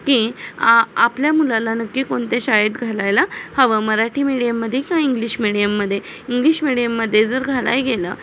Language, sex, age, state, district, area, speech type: Marathi, female, 18-30, Maharashtra, Satara, rural, spontaneous